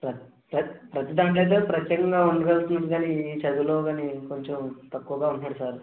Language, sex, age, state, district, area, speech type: Telugu, male, 30-45, Andhra Pradesh, West Godavari, rural, conversation